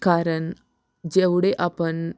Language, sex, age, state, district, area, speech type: Marathi, female, 18-30, Maharashtra, Osmanabad, rural, spontaneous